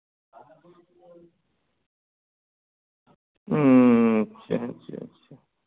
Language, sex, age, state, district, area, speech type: Santali, male, 60+, West Bengal, Paschim Bardhaman, urban, conversation